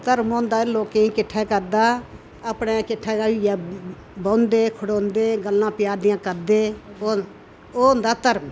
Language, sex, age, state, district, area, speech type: Dogri, female, 60+, Jammu and Kashmir, Udhampur, rural, spontaneous